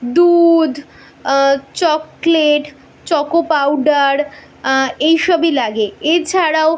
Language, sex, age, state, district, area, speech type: Bengali, female, 18-30, West Bengal, Kolkata, urban, spontaneous